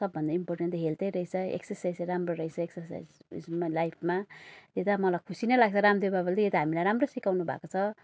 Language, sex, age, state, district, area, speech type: Nepali, female, 45-60, West Bengal, Darjeeling, rural, spontaneous